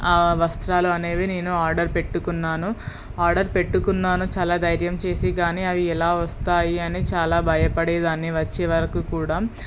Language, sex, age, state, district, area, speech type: Telugu, female, 18-30, Telangana, Peddapalli, rural, spontaneous